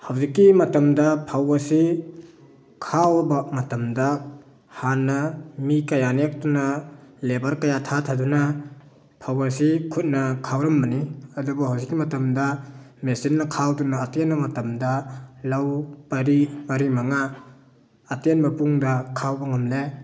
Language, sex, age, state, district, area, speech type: Manipuri, male, 30-45, Manipur, Thoubal, rural, spontaneous